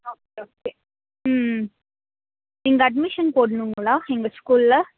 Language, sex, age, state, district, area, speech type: Tamil, female, 18-30, Tamil Nadu, Krishnagiri, rural, conversation